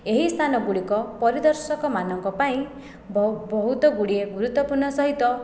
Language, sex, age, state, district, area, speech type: Odia, female, 18-30, Odisha, Khordha, rural, spontaneous